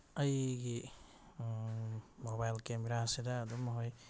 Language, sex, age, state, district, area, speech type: Manipuri, male, 45-60, Manipur, Bishnupur, rural, spontaneous